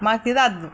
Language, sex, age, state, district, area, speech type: Telugu, female, 60+, Telangana, Peddapalli, rural, spontaneous